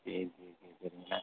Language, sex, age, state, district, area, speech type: Tamil, male, 30-45, Tamil Nadu, Madurai, urban, conversation